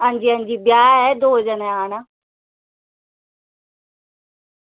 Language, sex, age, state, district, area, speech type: Dogri, female, 18-30, Jammu and Kashmir, Jammu, rural, conversation